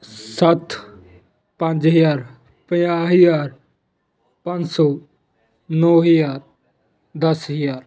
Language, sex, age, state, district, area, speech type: Punjabi, male, 18-30, Punjab, Fatehgarh Sahib, rural, spontaneous